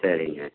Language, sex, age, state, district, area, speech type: Tamil, male, 60+, Tamil Nadu, Tiruppur, rural, conversation